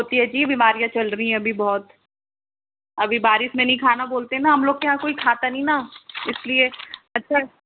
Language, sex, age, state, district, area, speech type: Hindi, female, 45-60, Madhya Pradesh, Balaghat, rural, conversation